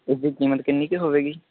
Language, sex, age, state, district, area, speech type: Punjabi, male, 18-30, Punjab, Barnala, rural, conversation